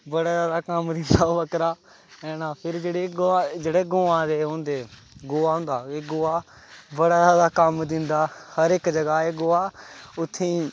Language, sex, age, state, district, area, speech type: Dogri, male, 18-30, Jammu and Kashmir, Kathua, rural, spontaneous